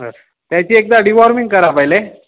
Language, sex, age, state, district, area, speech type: Marathi, male, 18-30, Maharashtra, Nanded, rural, conversation